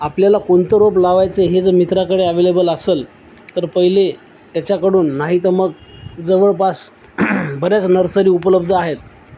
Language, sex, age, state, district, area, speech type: Marathi, male, 30-45, Maharashtra, Nanded, urban, spontaneous